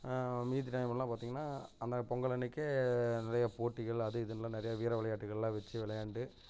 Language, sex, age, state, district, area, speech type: Tamil, male, 30-45, Tamil Nadu, Namakkal, rural, spontaneous